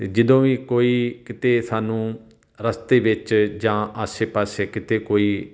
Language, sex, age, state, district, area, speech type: Punjabi, male, 45-60, Punjab, Tarn Taran, rural, spontaneous